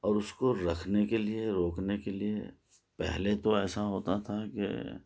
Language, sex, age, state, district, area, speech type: Urdu, male, 45-60, Delhi, Central Delhi, urban, spontaneous